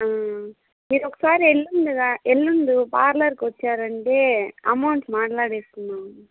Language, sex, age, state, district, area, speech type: Telugu, female, 30-45, Andhra Pradesh, Kadapa, rural, conversation